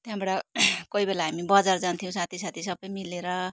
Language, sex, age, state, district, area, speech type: Nepali, female, 45-60, West Bengal, Darjeeling, rural, spontaneous